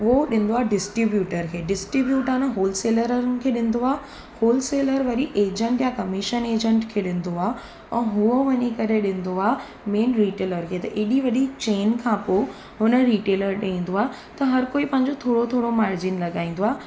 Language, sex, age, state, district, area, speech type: Sindhi, female, 18-30, Gujarat, Surat, urban, spontaneous